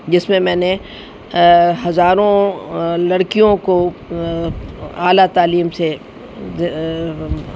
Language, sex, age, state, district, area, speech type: Urdu, female, 60+, Delhi, North East Delhi, urban, spontaneous